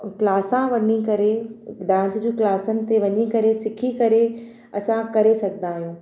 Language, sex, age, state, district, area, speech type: Sindhi, female, 30-45, Uttar Pradesh, Lucknow, urban, spontaneous